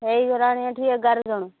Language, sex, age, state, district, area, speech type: Odia, female, 45-60, Odisha, Angul, rural, conversation